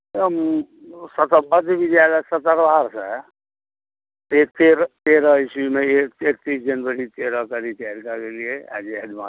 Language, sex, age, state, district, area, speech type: Maithili, male, 60+, Bihar, Saharsa, urban, conversation